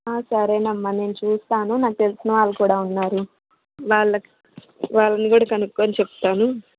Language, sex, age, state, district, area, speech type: Telugu, female, 18-30, Andhra Pradesh, Srikakulam, urban, conversation